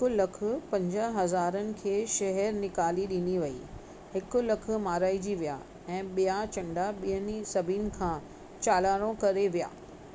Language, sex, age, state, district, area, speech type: Sindhi, female, 45-60, Maharashtra, Mumbai Suburban, urban, read